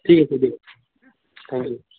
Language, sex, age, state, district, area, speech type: Assamese, male, 18-30, Assam, Sivasagar, rural, conversation